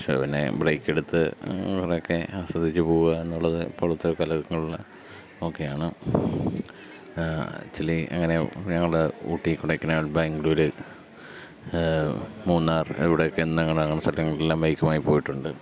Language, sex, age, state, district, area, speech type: Malayalam, male, 30-45, Kerala, Pathanamthitta, urban, spontaneous